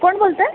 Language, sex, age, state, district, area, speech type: Marathi, female, 30-45, Maharashtra, Buldhana, urban, conversation